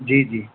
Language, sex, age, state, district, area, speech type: Sindhi, male, 18-30, Madhya Pradesh, Katni, rural, conversation